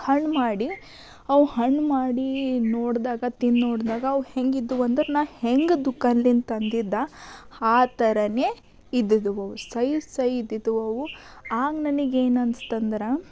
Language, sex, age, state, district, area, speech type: Kannada, female, 18-30, Karnataka, Bidar, urban, spontaneous